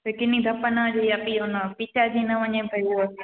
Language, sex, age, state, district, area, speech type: Sindhi, female, 18-30, Gujarat, Junagadh, urban, conversation